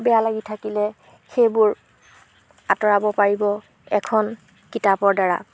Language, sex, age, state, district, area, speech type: Assamese, female, 45-60, Assam, Golaghat, rural, spontaneous